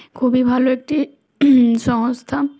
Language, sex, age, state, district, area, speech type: Bengali, female, 18-30, West Bengal, Hooghly, urban, spontaneous